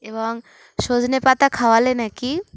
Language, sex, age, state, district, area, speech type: Bengali, female, 18-30, West Bengal, Uttar Dinajpur, urban, spontaneous